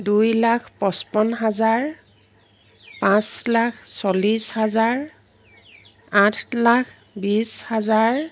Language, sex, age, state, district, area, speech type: Assamese, female, 45-60, Assam, Jorhat, urban, spontaneous